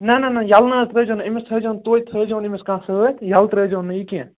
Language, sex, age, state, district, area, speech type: Kashmiri, male, 30-45, Jammu and Kashmir, Srinagar, urban, conversation